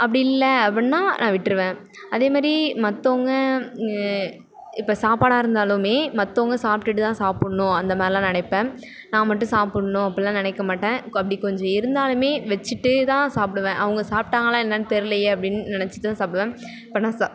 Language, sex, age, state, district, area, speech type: Tamil, female, 18-30, Tamil Nadu, Thanjavur, rural, spontaneous